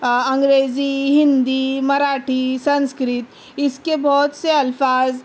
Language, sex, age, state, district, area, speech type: Urdu, female, 30-45, Maharashtra, Nashik, rural, spontaneous